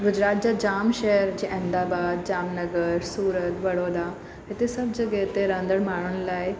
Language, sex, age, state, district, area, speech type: Sindhi, female, 30-45, Gujarat, Surat, urban, spontaneous